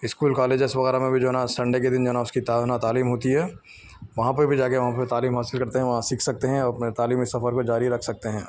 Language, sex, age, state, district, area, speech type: Urdu, male, 45-60, Telangana, Hyderabad, urban, spontaneous